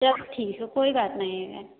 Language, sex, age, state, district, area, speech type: Hindi, female, 30-45, Uttar Pradesh, Bhadohi, rural, conversation